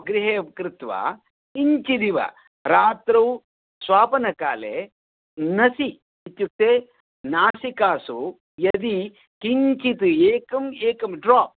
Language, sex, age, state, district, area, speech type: Sanskrit, male, 45-60, Karnataka, Shimoga, rural, conversation